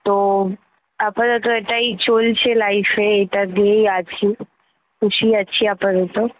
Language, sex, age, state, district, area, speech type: Bengali, female, 18-30, West Bengal, Kolkata, urban, conversation